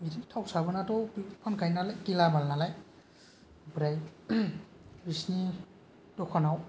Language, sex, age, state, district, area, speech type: Bodo, male, 18-30, Assam, Kokrajhar, rural, spontaneous